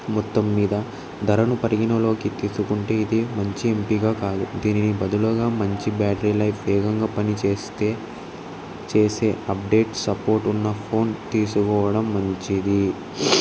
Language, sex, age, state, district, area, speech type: Telugu, male, 18-30, Andhra Pradesh, Krishna, urban, spontaneous